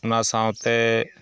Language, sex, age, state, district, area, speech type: Santali, male, 45-60, West Bengal, Purulia, rural, spontaneous